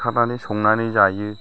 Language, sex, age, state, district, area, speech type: Bodo, male, 45-60, Assam, Chirang, rural, spontaneous